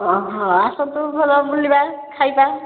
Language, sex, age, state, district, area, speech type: Odia, female, 45-60, Odisha, Angul, rural, conversation